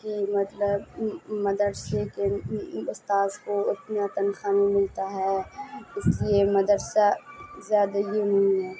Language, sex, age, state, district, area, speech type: Urdu, female, 18-30, Bihar, Madhubani, urban, spontaneous